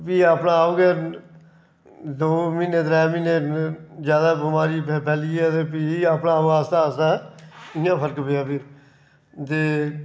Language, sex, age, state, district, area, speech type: Dogri, male, 45-60, Jammu and Kashmir, Reasi, rural, spontaneous